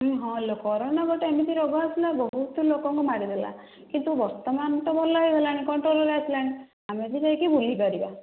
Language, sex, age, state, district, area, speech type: Odia, female, 30-45, Odisha, Dhenkanal, rural, conversation